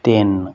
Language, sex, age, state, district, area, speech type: Punjabi, male, 30-45, Punjab, Fazilka, rural, read